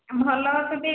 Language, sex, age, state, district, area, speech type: Odia, female, 30-45, Odisha, Khordha, rural, conversation